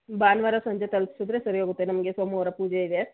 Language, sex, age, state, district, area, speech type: Kannada, female, 45-60, Karnataka, Mandya, rural, conversation